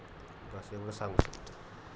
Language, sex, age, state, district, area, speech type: Marathi, male, 18-30, Maharashtra, Amravati, rural, spontaneous